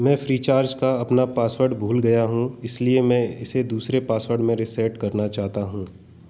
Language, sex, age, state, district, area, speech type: Hindi, male, 45-60, Madhya Pradesh, Jabalpur, urban, read